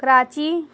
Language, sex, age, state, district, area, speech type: Urdu, female, 18-30, Bihar, Gaya, rural, spontaneous